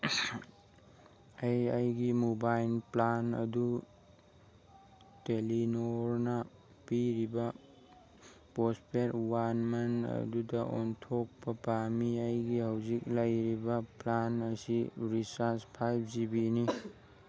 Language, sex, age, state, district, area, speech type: Manipuri, male, 18-30, Manipur, Churachandpur, rural, read